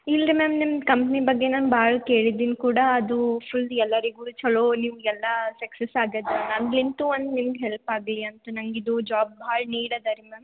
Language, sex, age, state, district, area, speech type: Kannada, female, 18-30, Karnataka, Gulbarga, urban, conversation